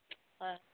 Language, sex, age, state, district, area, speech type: Assamese, female, 30-45, Assam, Dhemaji, rural, conversation